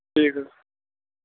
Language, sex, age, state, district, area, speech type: Kashmiri, male, 30-45, Jammu and Kashmir, Bandipora, rural, conversation